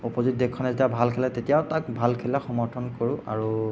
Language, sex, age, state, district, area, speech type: Assamese, male, 18-30, Assam, Golaghat, urban, spontaneous